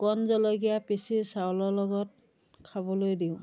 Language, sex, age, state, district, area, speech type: Assamese, female, 45-60, Assam, Dhemaji, rural, spontaneous